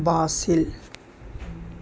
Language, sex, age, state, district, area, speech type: Urdu, male, 18-30, Delhi, North East Delhi, rural, spontaneous